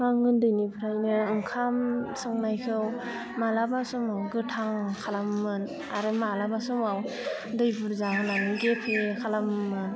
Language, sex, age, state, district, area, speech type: Bodo, female, 18-30, Assam, Udalguri, urban, spontaneous